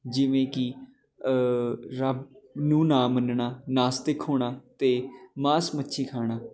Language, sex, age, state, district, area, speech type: Punjabi, male, 18-30, Punjab, Jalandhar, urban, spontaneous